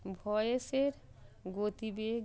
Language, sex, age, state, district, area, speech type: Bengali, female, 45-60, West Bengal, North 24 Parganas, urban, spontaneous